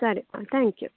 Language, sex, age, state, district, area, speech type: Kannada, female, 18-30, Karnataka, Dakshina Kannada, urban, conversation